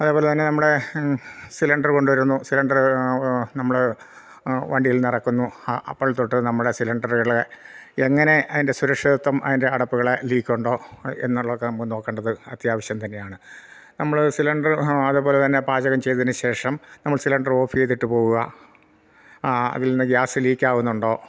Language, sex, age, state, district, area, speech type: Malayalam, male, 45-60, Kerala, Kottayam, rural, spontaneous